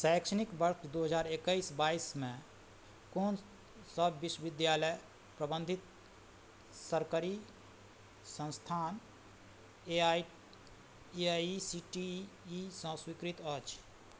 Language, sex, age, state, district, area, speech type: Maithili, male, 45-60, Bihar, Madhubani, rural, read